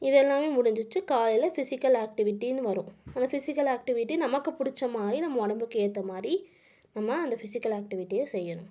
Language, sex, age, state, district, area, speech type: Tamil, female, 18-30, Tamil Nadu, Tiruppur, urban, spontaneous